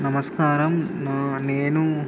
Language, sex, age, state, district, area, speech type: Telugu, male, 18-30, Telangana, Khammam, rural, spontaneous